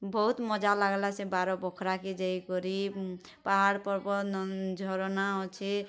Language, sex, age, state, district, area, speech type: Odia, female, 30-45, Odisha, Bargarh, urban, spontaneous